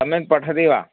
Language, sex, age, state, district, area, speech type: Sanskrit, male, 30-45, Kerala, Kozhikode, urban, conversation